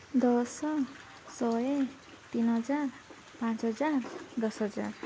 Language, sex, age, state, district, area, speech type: Odia, female, 18-30, Odisha, Nabarangpur, urban, spontaneous